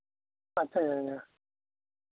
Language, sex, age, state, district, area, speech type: Santali, male, 30-45, West Bengal, Bankura, rural, conversation